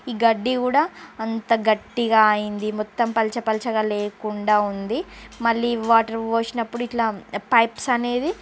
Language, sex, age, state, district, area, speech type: Telugu, female, 45-60, Andhra Pradesh, Srikakulam, urban, spontaneous